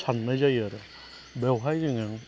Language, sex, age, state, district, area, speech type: Bodo, male, 30-45, Assam, Chirang, rural, spontaneous